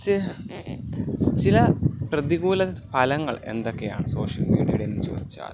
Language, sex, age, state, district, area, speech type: Malayalam, male, 30-45, Kerala, Alappuzha, rural, spontaneous